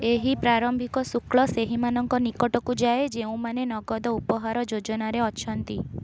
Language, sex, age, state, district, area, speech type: Odia, female, 18-30, Odisha, Rayagada, rural, read